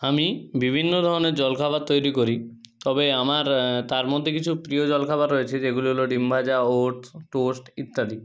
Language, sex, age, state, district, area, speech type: Bengali, male, 30-45, West Bengal, South 24 Parganas, rural, spontaneous